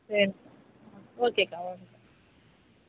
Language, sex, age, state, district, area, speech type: Tamil, female, 18-30, Tamil Nadu, Vellore, urban, conversation